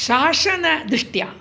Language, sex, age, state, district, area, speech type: Sanskrit, male, 60+, Tamil Nadu, Mayiladuthurai, urban, spontaneous